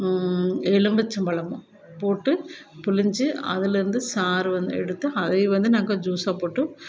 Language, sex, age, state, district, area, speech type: Tamil, female, 45-60, Tamil Nadu, Tiruppur, rural, spontaneous